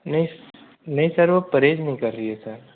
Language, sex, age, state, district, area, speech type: Hindi, male, 18-30, Madhya Pradesh, Betul, rural, conversation